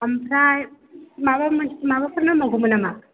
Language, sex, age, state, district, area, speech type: Bodo, female, 18-30, Assam, Chirang, rural, conversation